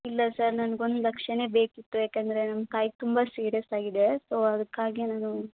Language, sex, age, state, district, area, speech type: Kannada, female, 18-30, Karnataka, Chamarajanagar, rural, conversation